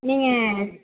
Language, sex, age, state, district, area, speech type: Tamil, female, 18-30, Tamil Nadu, Coimbatore, rural, conversation